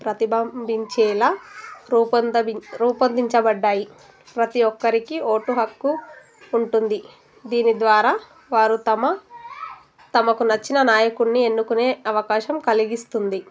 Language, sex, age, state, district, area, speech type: Telugu, female, 30-45, Telangana, Narayanpet, urban, spontaneous